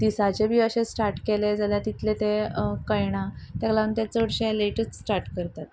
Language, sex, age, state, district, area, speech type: Goan Konkani, female, 30-45, Goa, Quepem, rural, spontaneous